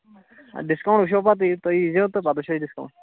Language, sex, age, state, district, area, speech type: Kashmiri, male, 18-30, Jammu and Kashmir, Kulgam, rural, conversation